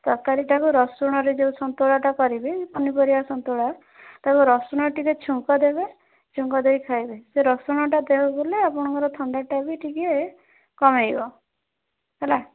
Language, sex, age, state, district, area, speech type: Odia, female, 18-30, Odisha, Bhadrak, rural, conversation